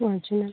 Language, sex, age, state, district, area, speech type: Hindi, female, 18-30, Rajasthan, Bharatpur, rural, conversation